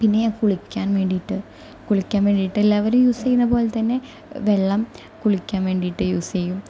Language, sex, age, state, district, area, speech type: Malayalam, female, 18-30, Kerala, Thrissur, rural, spontaneous